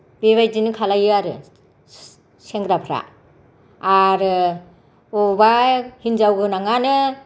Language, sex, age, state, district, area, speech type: Bodo, female, 60+, Assam, Kokrajhar, rural, spontaneous